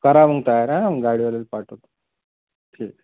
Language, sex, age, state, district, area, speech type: Marathi, male, 18-30, Maharashtra, Amravati, urban, conversation